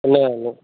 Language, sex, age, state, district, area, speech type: Telugu, male, 30-45, Telangana, Peddapalli, urban, conversation